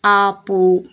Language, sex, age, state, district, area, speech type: Telugu, female, 18-30, Telangana, Nalgonda, urban, read